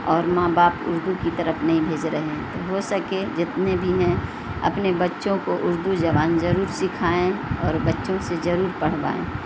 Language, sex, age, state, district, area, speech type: Urdu, female, 60+, Bihar, Supaul, rural, spontaneous